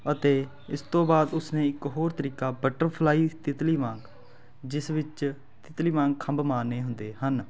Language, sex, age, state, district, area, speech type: Punjabi, male, 18-30, Punjab, Fatehgarh Sahib, rural, spontaneous